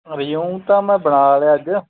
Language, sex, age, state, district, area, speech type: Punjabi, male, 30-45, Punjab, Bathinda, rural, conversation